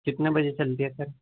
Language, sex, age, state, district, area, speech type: Urdu, male, 18-30, Delhi, Central Delhi, urban, conversation